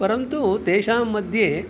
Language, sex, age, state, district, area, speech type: Sanskrit, male, 60+, Karnataka, Udupi, rural, spontaneous